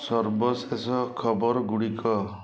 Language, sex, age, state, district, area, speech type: Odia, male, 45-60, Odisha, Balasore, rural, read